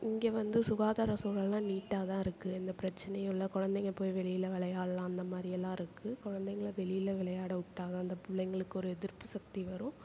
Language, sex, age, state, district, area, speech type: Tamil, female, 45-60, Tamil Nadu, Perambalur, urban, spontaneous